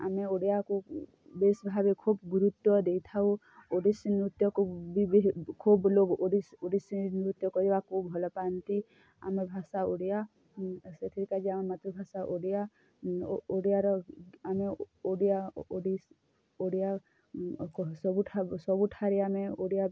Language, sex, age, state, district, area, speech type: Odia, female, 30-45, Odisha, Kalahandi, rural, spontaneous